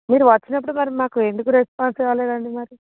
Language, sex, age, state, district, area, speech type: Telugu, female, 45-60, Andhra Pradesh, Visakhapatnam, urban, conversation